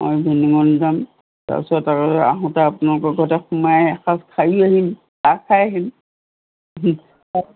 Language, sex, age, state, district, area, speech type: Assamese, female, 60+, Assam, Golaghat, urban, conversation